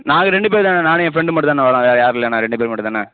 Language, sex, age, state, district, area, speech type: Tamil, male, 30-45, Tamil Nadu, Ariyalur, rural, conversation